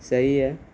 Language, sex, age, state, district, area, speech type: Urdu, male, 18-30, Bihar, Gaya, urban, spontaneous